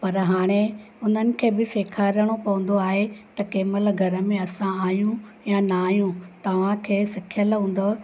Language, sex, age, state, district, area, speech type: Sindhi, female, 45-60, Maharashtra, Thane, rural, spontaneous